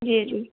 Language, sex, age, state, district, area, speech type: Dogri, female, 18-30, Jammu and Kashmir, Udhampur, rural, conversation